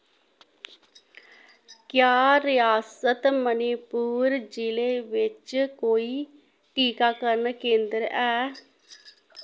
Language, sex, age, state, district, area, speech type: Dogri, female, 30-45, Jammu and Kashmir, Samba, urban, read